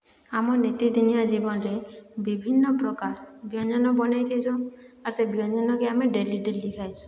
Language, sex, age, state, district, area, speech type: Odia, female, 60+, Odisha, Boudh, rural, spontaneous